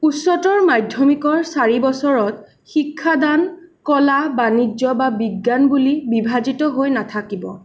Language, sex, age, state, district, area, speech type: Assamese, female, 18-30, Assam, Sonitpur, urban, spontaneous